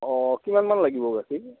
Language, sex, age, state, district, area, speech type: Assamese, male, 60+, Assam, Udalguri, rural, conversation